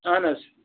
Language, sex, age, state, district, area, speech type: Kashmiri, male, 18-30, Jammu and Kashmir, Kupwara, rural, conversation